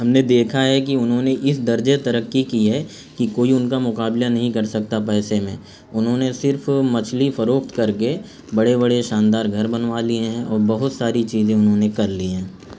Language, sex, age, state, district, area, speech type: Urdu, male, 30-45, Uttar Pradesh, Azamgarh, rural, spontaneous